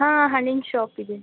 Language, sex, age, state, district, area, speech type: Kannada, female, 18-30, Karnataka, Gadag, rural, conversation